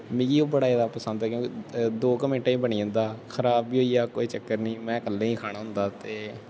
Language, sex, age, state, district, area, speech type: Dogri, male, 18-30, Jammu and Kashmir, Kathua, rural, spontaneous